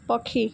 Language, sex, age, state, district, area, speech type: Odia, female, 18-30, Odisha, Sundergarh, urban, read